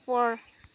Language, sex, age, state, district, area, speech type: Assamese, female, 60+, Assam, Dhemaji, rural, read